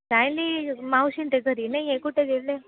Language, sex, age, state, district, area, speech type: Marathi, female, 18-30, Maharashtra, Nashik, urban, conversation